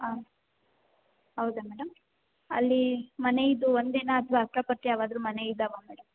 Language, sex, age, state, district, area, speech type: Kannada, female, 18-30, Karnataka, Chitradurga, rural, conversation